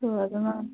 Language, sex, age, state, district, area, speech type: Tamil, female, 30-45, Tamil Nadu, Pudukkottai, rural, conversation